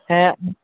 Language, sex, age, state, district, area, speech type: Sindhi, male, 18-30, Delhi, South Delhi, urban, conversation